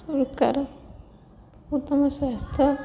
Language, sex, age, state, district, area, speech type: Odia, female, 18-30, Odisha, Subarnapur, urban, spontaneous